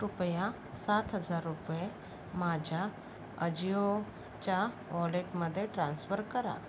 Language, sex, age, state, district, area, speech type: Marathi, female, 30-45, Maharashtra, Yavatmal, rural, read